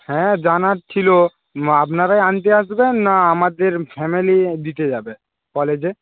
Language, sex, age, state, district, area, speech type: Bengali, male, 60+, West Bengal, Nadia, rural, conversation